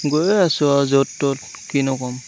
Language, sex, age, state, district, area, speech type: Assamese, male, 18-30, Assam, Lakhimpur, rural, spontaneous